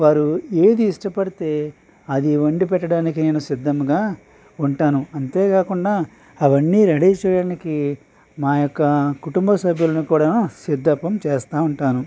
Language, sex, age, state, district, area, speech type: Telugu, male, 45-60, Andhra Pradesh, Eluru, rural, spontaneous